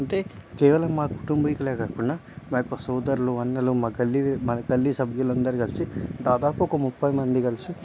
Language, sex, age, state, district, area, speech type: Telugu, male, 18-30, Telangana, Medchal, rural, spontaneous